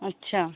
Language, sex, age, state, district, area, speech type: Hindi, female, 30-45, Bihar, Samastipur, rural, conversation